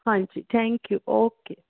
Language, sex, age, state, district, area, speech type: Punjabi, female, 30-45, Punjab, Kapurthala, urban, conversation